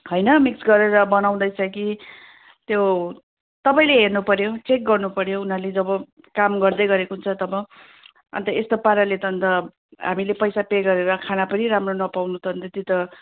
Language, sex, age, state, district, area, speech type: Nepali, female, 30-45, West Bengal, Kalimpong, rural, conversation